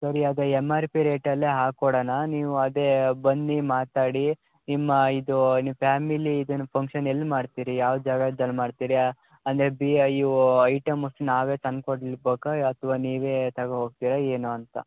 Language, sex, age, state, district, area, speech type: Kannada, male, 18-30, Karnataka, Shimoga, rural, conversation